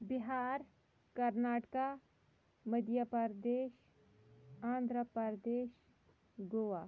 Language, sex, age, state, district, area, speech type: Kashmiri, female, 30-45, Jammu and Kashmir, Shopian, urban, spontaneous